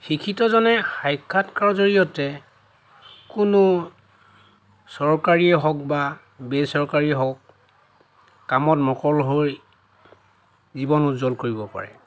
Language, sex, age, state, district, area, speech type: Assamese, male, 45-60, Assam, Lakhimpur, rural, spontaneous